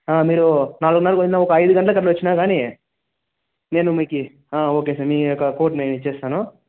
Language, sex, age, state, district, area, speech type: Telugu, male, 45-60, Andhra Pradesh, Chittoor, rural, conversation